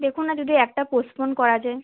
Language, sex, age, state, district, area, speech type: Bengali, female, 18-30, West Bengal, Uttar Dinajpur, rural, conversation